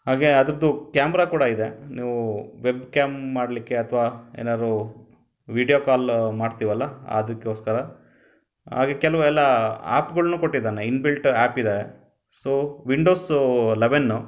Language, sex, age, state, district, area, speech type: Kannada, male, 30-45, Karnataka, Chitradurga, rural, spontaneous